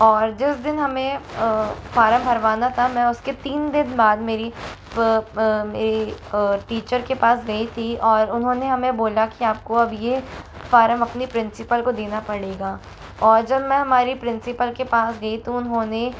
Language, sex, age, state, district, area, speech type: Hindi, female, 18-30, Rajasthan, Jodhpur, urban, spontaneous